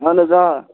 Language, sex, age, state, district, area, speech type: Kashmiri, male, 18-30, Jammu and Kashmir, Bandipora, rural, conversation